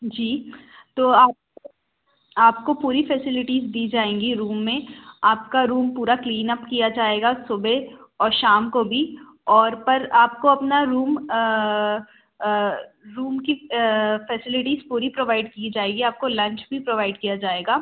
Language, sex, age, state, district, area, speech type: Hindi, female, 18-30, Madhya Pradesh, Jabalpur, urban, conversation